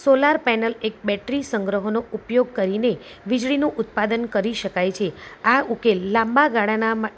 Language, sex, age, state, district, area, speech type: Gujarati, female, 30-45, Gujarat, Kheda, rural, spontaneous